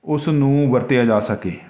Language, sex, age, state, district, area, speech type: Punjabi, male, 45-60, Punjab, Jalandhar, urban, spontaneous